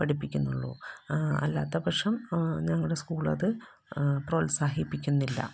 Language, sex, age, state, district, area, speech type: Malayalam, female, 30-45, Kerala, Ernakulam, rural, spontaneous